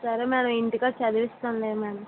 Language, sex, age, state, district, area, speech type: Telugu, female, 30-45, Andhra Pradesh, Vizianagaram, rural, conversation